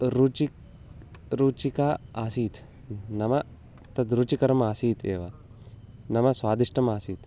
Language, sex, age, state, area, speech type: Sanskrit, male, 18-30, Uttarakhand, urban, spontaneous